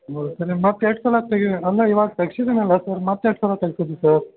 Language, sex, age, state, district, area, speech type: Kannada, male, 30-45, Karnataka, Belgaum, urban, conversation